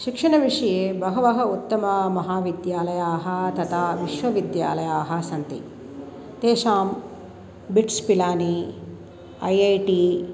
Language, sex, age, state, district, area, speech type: Sanskrit, female, 60+, Tamil Nadu, Thanjavur, urban, spontaneous